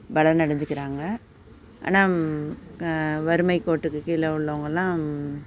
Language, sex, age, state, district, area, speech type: Tamil, female, 45-60, Tamil Nadu, Nagapattinam, urban, spontaneous